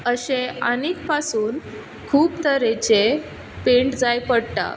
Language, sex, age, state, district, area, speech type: Goan Konkani, female, 18-30, Goa, Quepem, rural, spontaneous